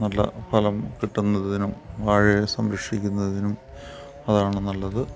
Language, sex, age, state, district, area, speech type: Malayalam, male, 60+, Kerala, Thiruvananthapuram, rural, spontaneous